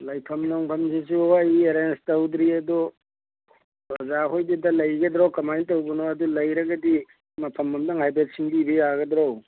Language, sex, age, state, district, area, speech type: Manipuri, male, 45-60, Manipur, Churachandpur, urban, conversation